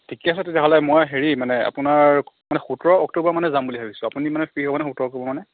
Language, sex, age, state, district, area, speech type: Assamese, male, 60+, Assam, Morigaon, rural, conversation